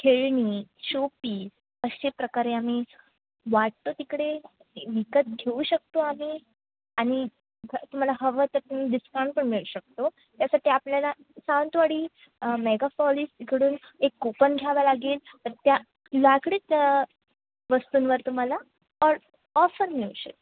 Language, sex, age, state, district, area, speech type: Marathi, female, 18-30, Maharashtra, Sindhudurg, rural, conversation